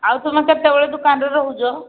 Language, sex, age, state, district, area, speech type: Odia, female, 60+, Odisha, Angul, rural, conversation